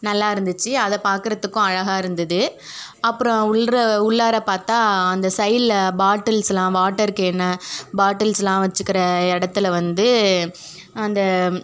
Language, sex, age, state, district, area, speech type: Tamil, female, 30-45, Tamil Nadu, Tiruvarur, urban, spontaneous